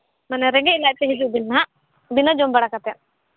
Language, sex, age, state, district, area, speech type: Santali, female, 18-30, Jharkhand, East Singhbhum, rural, conversation